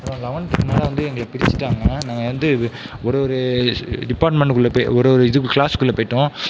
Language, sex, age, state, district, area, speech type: Tamil, male, 18-30, Tamil Nadu, Mayiladuthurai, rural, spontaneous